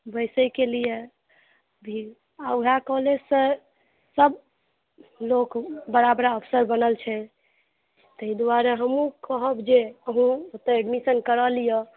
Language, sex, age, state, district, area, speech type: Maithili, female, 30-45, Bihar, Saharsa, rural, conversation